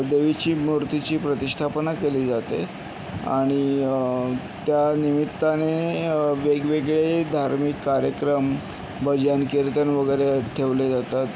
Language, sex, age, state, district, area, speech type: Marathi, male, 60+, Maharashtra, Yavatmal, urban, spontaneous